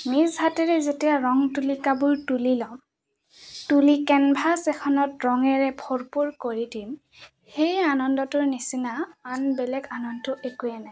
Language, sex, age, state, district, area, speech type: Assamese, female, 18-30, Assam, Goalpara, rural, spontaneous